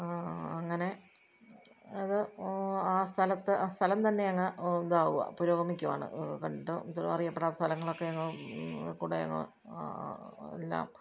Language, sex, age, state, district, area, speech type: Malayalam, female, 45-60, Kerala, Kottayam, rural, spontaneous